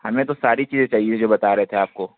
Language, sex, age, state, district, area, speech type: Urdu, male, 30-45, Uttar Pradesh, Lucknow, urban, conversation